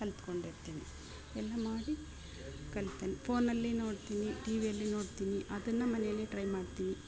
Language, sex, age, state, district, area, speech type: Kannada, female, 45-60, Karnataka, Mysore, rural, spontaneous